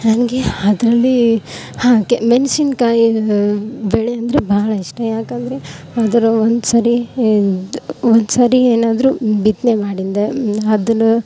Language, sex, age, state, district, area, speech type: Kannada, female, 18-30, Karnataka, Gadag, rural, spontaneous